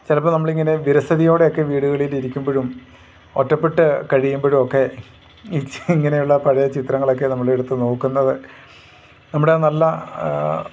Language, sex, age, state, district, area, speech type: Malayalam, male, 45-60, Kerala, Idukki, rural, spontaneous